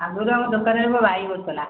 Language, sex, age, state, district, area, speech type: Odia, female, 30-45, Odisha, Khordha, rural, conversation